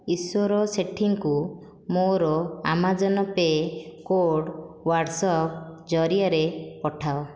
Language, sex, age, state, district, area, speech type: Odia, female, 30-45, Odisha, Khordha, rural, read